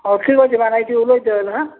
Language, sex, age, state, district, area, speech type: Odia, male, 45-60, Odisha, Nabarangpur, rural, conversation